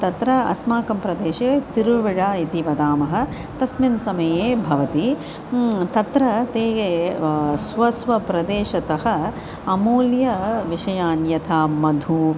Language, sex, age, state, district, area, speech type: Sanskrit, female, 45-60, Tamil Nadu, Chennai, urban, spontaneous